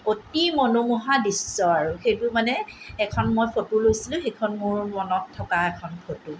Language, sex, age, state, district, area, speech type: Assamese, female, 45-60, Assam, Tinsukia, rural, spontaneous